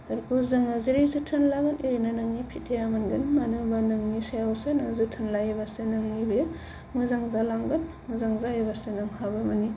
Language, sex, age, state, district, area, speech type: Bodo, female, 30-45, Assam, Kokrajhar, rural, spontaneous